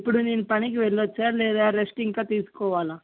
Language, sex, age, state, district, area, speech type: Telugu, male, 18-30, Telangana, Ranga Reddy, urban, conversation